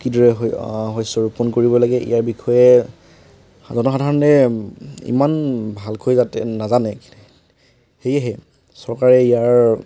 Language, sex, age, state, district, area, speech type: Assamese, male, 18-30, Assam, Tinsukia, urban, spontaneous